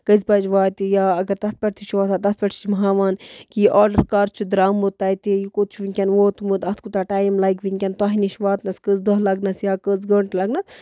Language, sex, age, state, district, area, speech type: Kashmiri, female, 30-45, Jammu and Kashmir, Budgam, rural, spontaneous